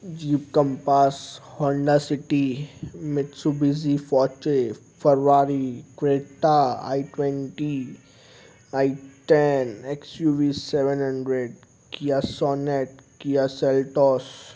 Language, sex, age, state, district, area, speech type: Sindhi, male, 18-30, Gujarat, Kutch, rural, spontaneous